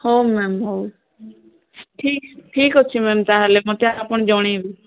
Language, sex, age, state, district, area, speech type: Odia, female, 18-30, Odisha, Sundergarh, urban, conversation